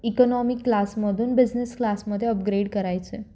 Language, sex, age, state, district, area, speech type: Marathi, female, 18-30, Maharashtra, Nashik, urban, spontaneous